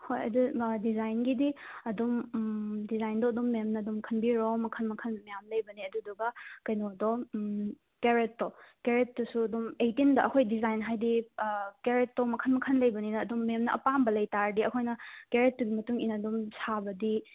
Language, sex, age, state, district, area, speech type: Manipuri, female, 18-30, Manipur, Imphal West, rural, conversation